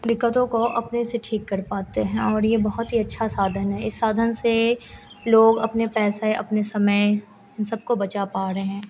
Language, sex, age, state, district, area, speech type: Hindi, female, 18-30, Bihar, Madhepura, rural, spontaneous